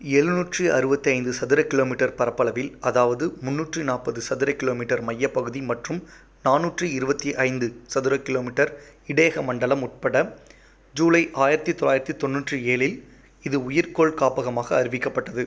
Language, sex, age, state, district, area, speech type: Tamil, male, 18-30, Tamil Nadu, Pudukkottai, rural, read